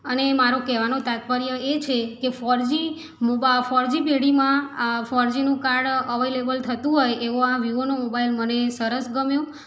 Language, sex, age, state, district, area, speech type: Gujarati, female, 45-60, Gujarat, Mehsana, rural, spontaneous